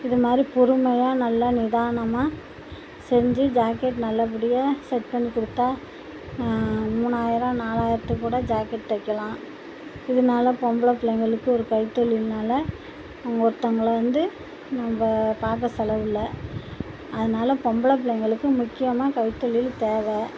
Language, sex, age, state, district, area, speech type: Tamil, female, 60+, Tamil Nadu, Tiruchirappalli, rural, spontaneous